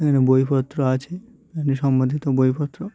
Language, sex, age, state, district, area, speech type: Bengali, male, 18-30, West Bengal, Uttar Dinajpur, urban, spontaneous